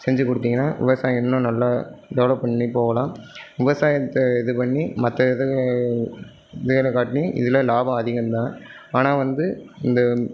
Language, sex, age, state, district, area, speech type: Tamil, male, 30-45, Tamil Nadu, Sivaganga, rural, spontaneous